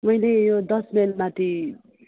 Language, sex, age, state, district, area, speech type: Nepali, female, 60+, West Bengal, Kalimpong, rural, conversation